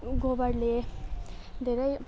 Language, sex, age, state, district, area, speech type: Nepali, female, 18-30, West Bengal, Jalpaiguri, rural, spontaneous